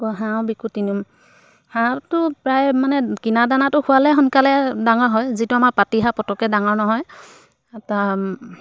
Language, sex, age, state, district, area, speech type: Assamese, female, 30-45, Assam, Charaideo, rural, spontaneous